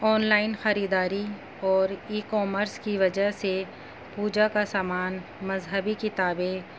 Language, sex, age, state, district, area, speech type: Urdu, female, 30-45, Delhi, North East Delhi, urban, spontaneous